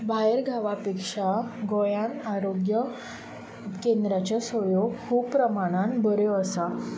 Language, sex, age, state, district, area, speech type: Goan Konkani, female, 30-45, Goa, Tiswadi, rural, spontaneous